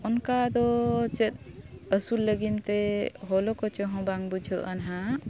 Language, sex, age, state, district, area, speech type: Santali, female, 30-45, Jharkhand, Bokaro, rural, spontaneous